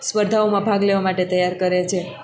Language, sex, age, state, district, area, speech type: Gujarati, female, 18-30, Gujarat, Junagadh, rural, spontaneous